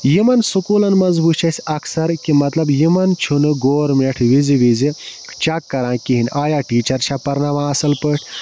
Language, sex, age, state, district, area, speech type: Kashmiri, male, 30-45, Jammu and Kashmir, Budgam, rural, spontaneous